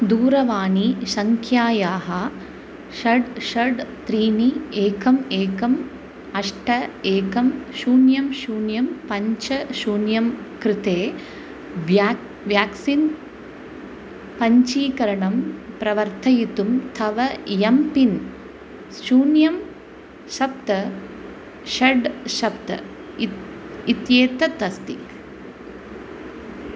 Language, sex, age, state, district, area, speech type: Sanskrit, female, 30-45, Tamil Nadu, Karur, rural, read